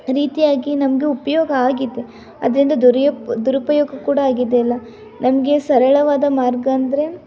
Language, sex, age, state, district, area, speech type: Kannada, female, 18-30, Karnataka, Tumkur, rural, spontaneous